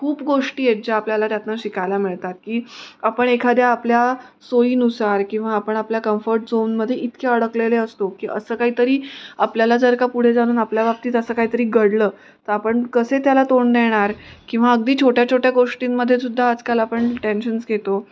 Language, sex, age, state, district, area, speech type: Marathi, female, 30-45, Maharashtra, Nanded, rural, spontaneous